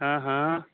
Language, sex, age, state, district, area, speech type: Punjabi, male, 60+, Punjab, Muktsar, urban, conversation